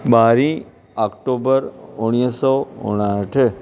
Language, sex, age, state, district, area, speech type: Sindhi, male, 60+, Maharashtra, Thane, urban, spontaneous